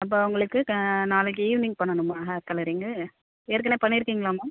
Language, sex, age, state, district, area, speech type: Tamil, female, 30-45, Tamil Nadu, Pudukkottai, urban, conversation